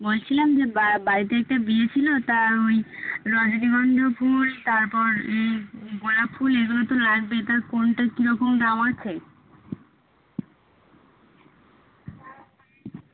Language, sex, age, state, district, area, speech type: Bengali, female, 18-30, West Bengal, Birbhum, urban, conversation